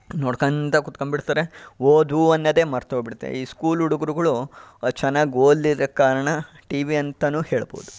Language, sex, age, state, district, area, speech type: Kannada, male, 45-60, Karnataka, Chitradurga, rural, spontaneous